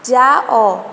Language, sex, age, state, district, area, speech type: Odia, female, 18-30, Odisha, Nayagarh, rural, read